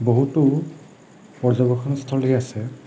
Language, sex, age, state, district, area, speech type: Assamese, male, 30-45, Assam, Nagaon, rural, spontaneous